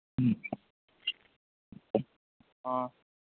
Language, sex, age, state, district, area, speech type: Manipuri, male, 30-45, Manipur, Kangpokpi, urban, conversation